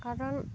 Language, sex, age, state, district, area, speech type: Assamese, female, 45-60, Assam, Darrang, rural, spontaneous